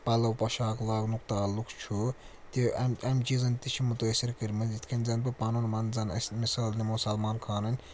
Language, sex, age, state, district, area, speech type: Kashmiri, male, 18-30, Jammu and Kashmir, Srinagar, urban, spontaneous